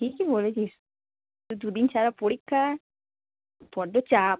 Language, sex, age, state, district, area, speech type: Bengali, female, 30-45, West Bengal, North 24 Parganas, urban, conversation